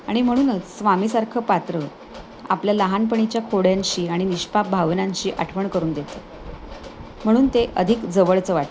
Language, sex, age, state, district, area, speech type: Marathi, female, 45-60, Maharashtra, Thane, rural, spontaneous